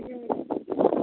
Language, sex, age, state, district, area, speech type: Maithili, female, 18-30, Bihar, Madhubani, rural, conversation